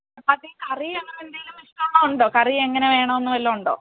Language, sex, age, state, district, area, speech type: Malayalam, female, 30-45, Kerala, Idukki, rural, conversation